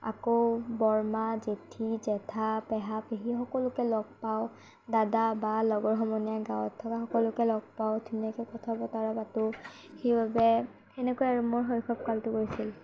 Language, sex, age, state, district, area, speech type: Assamese, female, 30-45, Assam, Morigaon, rural, spontaneous